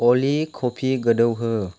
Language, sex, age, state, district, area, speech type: Bodo, male, 30-45, Assam, Chirang, rural, read